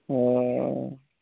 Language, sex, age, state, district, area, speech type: Santali, male, 18-30, West Bengal, Malda, rural, conversation